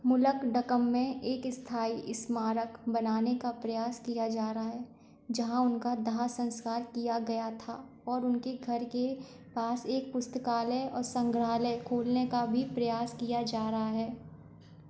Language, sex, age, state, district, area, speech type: Hindi, female, 30-45, Madhya Pradesh, Gwalior, rural, read